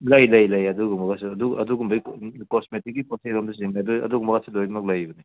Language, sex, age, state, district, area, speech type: Manipuri, male, 60+, Manipur, Kangpokpi, urban, conversation